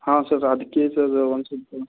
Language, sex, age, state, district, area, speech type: Kannada, male, 30-45, Karnataka, Belgaum, rural, conversation